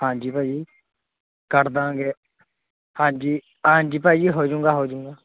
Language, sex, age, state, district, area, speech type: Punjabi, male, 18-30, Punjab, Shaheed Bhagat Singh Nagar, rural, conversation